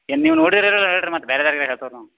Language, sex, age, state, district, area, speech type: Kannada, male, 45-60, Karnataka, Belgaum, rural, conversation